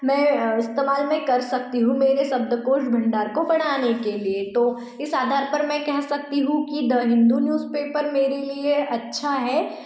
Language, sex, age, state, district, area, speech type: Hindi, female, 18-30, Madhya Pradesh, Betul, rural, spontaneous